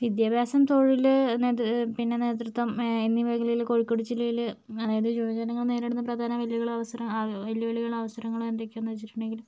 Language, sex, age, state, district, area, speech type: Malayalam, female, 60+, Kerala, Kozhikode, urban, spontaneous